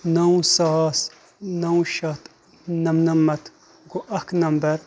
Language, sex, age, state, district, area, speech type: Kashmiri, male, 18-30, Jammu and Kashmir, Kupwara, rural, spontaneous